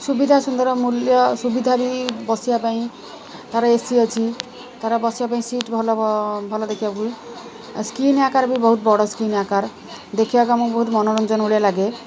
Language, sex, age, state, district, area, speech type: Odia, female, 45-60, Odisha, Rayagada, rural, spontaneous